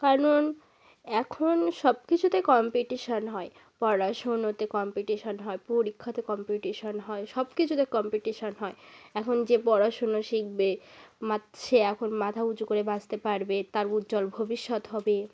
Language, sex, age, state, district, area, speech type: Bengali, female, 18-30, West Bengal, North 24 Parganas, rural, spontaneous